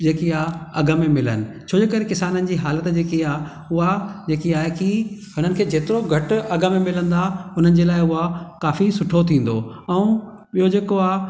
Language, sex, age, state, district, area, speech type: Sindhi, male, 45-60, Maharashtra, Thane, urban, spontaneous